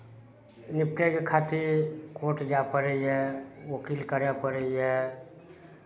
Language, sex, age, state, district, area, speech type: Maithili, male, 60+, Bihar, Araria, rural, spontaneous